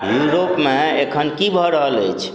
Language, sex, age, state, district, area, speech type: Maithili, male, 60+, Bihar, Madhubani, rural, read